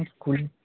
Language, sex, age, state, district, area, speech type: Bengali, male, 18-30, West Bengal, Nadia, rural, conversation